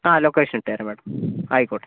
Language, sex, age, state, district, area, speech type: Malayalam, male, 60+, Kerala, Kozhikode, urban, conversation